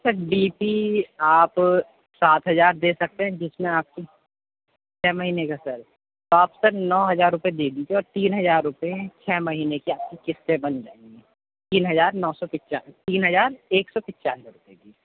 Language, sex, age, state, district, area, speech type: Urdu, male, 18-30, Uttar Pradesh, Gautam Buddha Nagar, urban, conversation